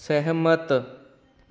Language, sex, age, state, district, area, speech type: Punjabi, male, 30-45, Punjab, Kapurthala, urban, read